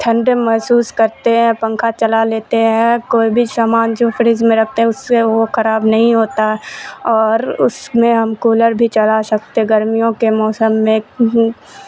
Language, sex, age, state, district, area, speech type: Urdu, female, 30-45, Bihar, Supaul, urban, spontaneous